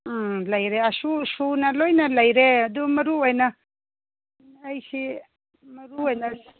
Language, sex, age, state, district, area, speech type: Manipuri, female, 60+, Manipur, Ukhrul, rural, conversation